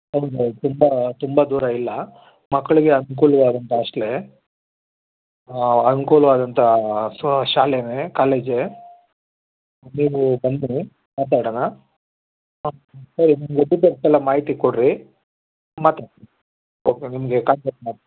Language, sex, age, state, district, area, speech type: Kannada, male, 30-45, Karnataka, Bangalore Rural, rural, conversation